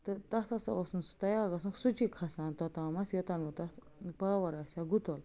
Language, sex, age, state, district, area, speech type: Kashmiri, female, 18-30, Jammu and Kashmir, Baramulla, rural, spontaneous